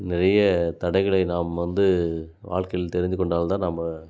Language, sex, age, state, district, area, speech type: Tamil, male, 30-45, Tamil Nadu, Dharmapuri, rural, spontaneous